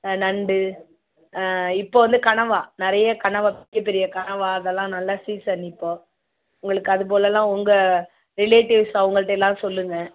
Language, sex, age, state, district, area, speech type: Tamil, female, 45-60, Tamil Nadu, Nagapattinam, urban, conversation